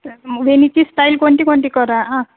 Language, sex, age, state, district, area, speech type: Marathi, female, 30-45, Maharashtra, Wardha, rural, conversation